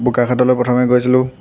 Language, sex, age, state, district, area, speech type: Assamese, male, 18-30, Assam, Golaghat, urban, spontaneous